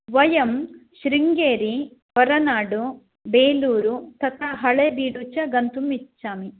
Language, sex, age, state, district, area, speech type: Sanskrit, female, 45-60, Karnataka, Uttara Kannada, rural, conversation